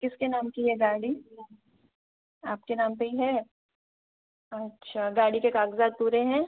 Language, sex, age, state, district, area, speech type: Hindi, female, 30-45, Rajasthan, Jaipur, urban, conversation